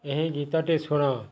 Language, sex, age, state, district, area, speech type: Odia, male, 30-45, Odisha, Balangir, urban, read